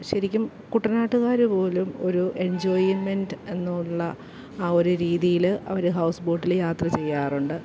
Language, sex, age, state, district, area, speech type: Malayalam, female, 30-45, Kerala, Alappuzha, rural, spontaneous